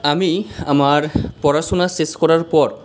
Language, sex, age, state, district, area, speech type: Bengali, male, 45-60, West Bengal, Purba Bardhaman, urban, spontaneous